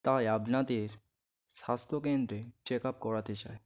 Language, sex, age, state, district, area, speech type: Bengali, male, 18-30, West Bengal, Dakshin Dinajpur, urban, spontaneous